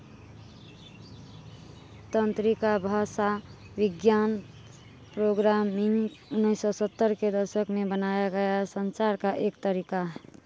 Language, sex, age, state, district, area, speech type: Hindi, female, 18-30, Bihar, Madhepura, rural, read